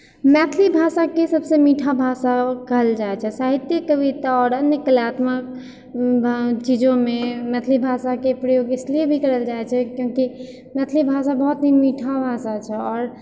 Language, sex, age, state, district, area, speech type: Maithili, female, 30-45, Bihar, Purnia, rural, spontaneous